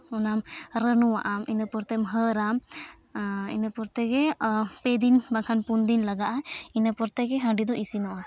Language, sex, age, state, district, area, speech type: Santali, female, 18-30, Jharkhand, East Singhbhum, rural, spontaneous